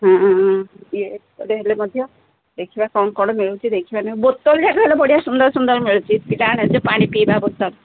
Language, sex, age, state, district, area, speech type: Odia, female, 45-60, Odisha, Sundergarh, rural, conversation